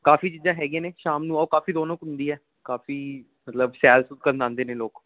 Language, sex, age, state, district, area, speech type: Punjabi, male, 30-45, Punjab, Mansa, urban, conversation